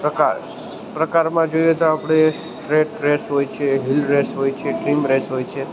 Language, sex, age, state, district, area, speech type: Gujarati, male, 18-30, Gujarat, Junagadh, urban, spontaneous